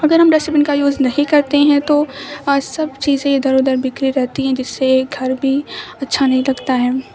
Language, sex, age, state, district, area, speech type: Urdu, female, 18-30, Uttar Pradesh, Mau, urban, spontaneous